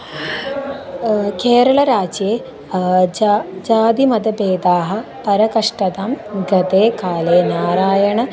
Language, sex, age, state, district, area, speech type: Sanskrit, female, 18-30, Kerala, Malappuram, urban, spontaneous